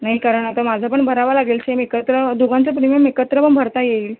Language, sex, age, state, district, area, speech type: Marathi, female, 45-60, Maharashtra, Thane, rural, conversation